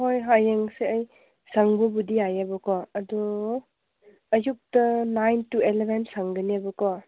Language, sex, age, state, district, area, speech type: Manipuri, female, 45-60, Manipur, Kangpokpi, rural, conversation